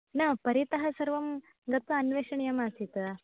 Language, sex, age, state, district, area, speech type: Sanskrit, female, 18-30, Karnataka, Davanagere, urban, conversation